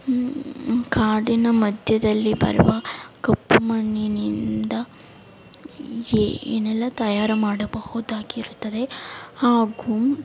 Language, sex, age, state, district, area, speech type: Kannada, female, 18-30, Karnataka, Chamarajanagar, urban, spontaneous